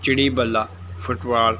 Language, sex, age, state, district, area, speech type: Punjabi, male, 18-30, Punjab, Mohali, rural, spontaneous